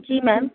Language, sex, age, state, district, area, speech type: Urdu, female, 45-60, Uttar Pradesh, Rampur, urban, conversation